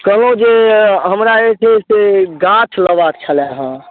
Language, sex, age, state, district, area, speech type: Maithili, male, 18-30, Bihar, Darbhanga, rural, conversation